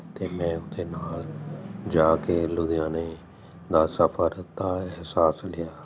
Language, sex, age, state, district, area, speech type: Punjabi, male, 45-60, Punjab, Jalandhar, urban, spontaneous